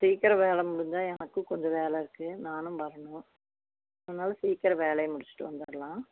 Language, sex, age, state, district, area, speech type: Tamil, female, 45-60, Tamil Nadu, Erode, rural, conversation